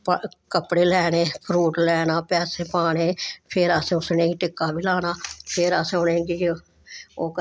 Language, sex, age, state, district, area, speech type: Dogri, female, 60+, Jammu and Kashmir, Samba, urban, spontaneous